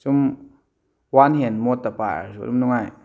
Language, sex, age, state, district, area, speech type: Manipuri, male, 30-45, Manipur, Kakching, rural, spontaneous